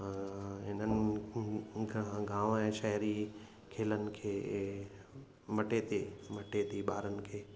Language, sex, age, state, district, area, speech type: Sindhi, male, 30-45, Gujarat, Kutch, urban, spontaneous